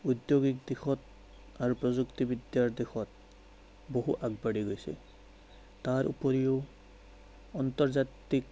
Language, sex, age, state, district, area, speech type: Assamese, male, 30-45, Assam, Sonitpur, rural, spontaneous